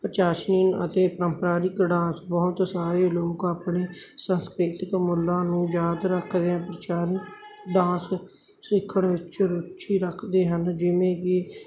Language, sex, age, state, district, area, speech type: Punjabi, male, 30-45, Punjab, Barnala, rural, spontaneous